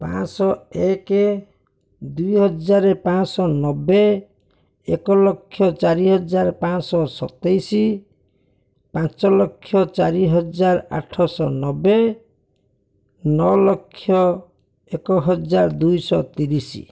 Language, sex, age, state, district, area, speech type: Odia, male, 60+, Odisha, Bhadrak, rural, spontaneous